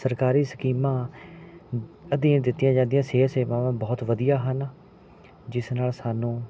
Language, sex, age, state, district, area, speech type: Punjabi, male, 30-45, Punjab, Rupnagar, rural, spontaneous